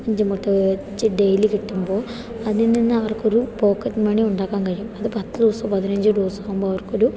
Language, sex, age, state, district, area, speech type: Malayalam, female, 18-30, Kerala, Idukki, rural, spontaneous